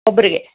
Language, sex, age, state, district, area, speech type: Kannada, female, 45-60, Karnataka, Chikkaballapur, rural, conversation